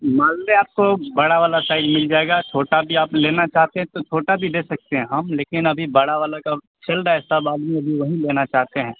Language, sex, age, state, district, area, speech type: Urdu, male, 18-30, Bihar, Khagaria, rural, conversation